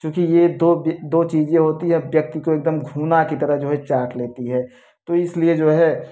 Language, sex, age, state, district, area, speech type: Hindi, male, 30-45, Uttar Pradesh, Prayagraj, urban, spontaneous